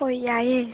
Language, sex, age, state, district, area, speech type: Manipuri, female, 18-30, Manipur, Chandel, rural, conversation